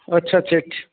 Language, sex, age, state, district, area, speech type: Punjabi, male, 45-60, Punjab, Shaheed Bhagat Singh Nagar, urban, conversation